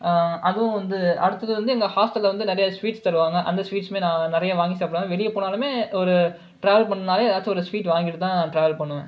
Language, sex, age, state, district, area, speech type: Tamil, male, 30-45, Tamil Nadu, Cuddalore, urban, spontaneous